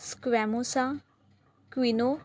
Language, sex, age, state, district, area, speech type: Marathi, female, 18-30, Maharashtra, Palghar, rural, spontaneous